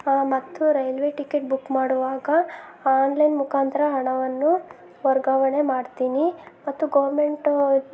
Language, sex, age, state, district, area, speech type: Kannada, female, 30-45, Karnataka, Chitradurga, rural, spontaneous